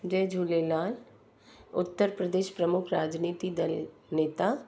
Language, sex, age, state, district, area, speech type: Sindhi, female, 60+, Uttar Pradesh, Lucknow, urban, spontaneous